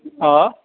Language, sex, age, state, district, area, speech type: Kashmiri, male, 45-60, Jammu and Kashmir, Srinagar, rural, conversation